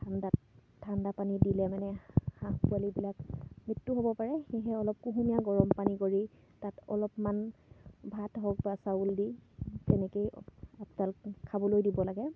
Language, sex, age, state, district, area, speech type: Assamese, female, 18-30, Assam, Sivasagar, rural, spontaneous